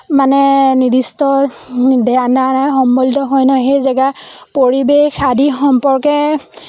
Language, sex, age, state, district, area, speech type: Assamese, female, 18-30, Assam, Lakhimpur, rural, spontaneous